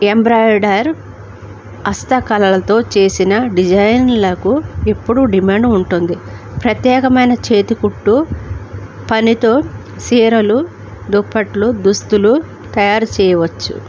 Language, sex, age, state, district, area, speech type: Telugu, female, 45-60, Andhra Pradesh, Alluri Sitarama Raju, rural, spontaneous